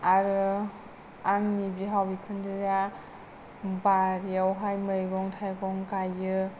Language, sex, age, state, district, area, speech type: Bodo, female, 18-30, Assam, Kokrajhar, rural, spontaneous